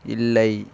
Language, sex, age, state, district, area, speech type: Tamil, male, 18-30, Tamil Nadu, Coimbatore, rural, read